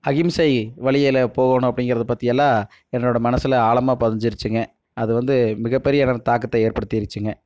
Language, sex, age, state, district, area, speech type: Tamil, male, 30-45, Tamil Nadu, Erode, rural, spontaneous